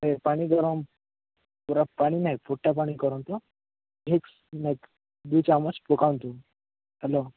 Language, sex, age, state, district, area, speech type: Odia, male, 18-30, Odisha, Koraput, urban, conversation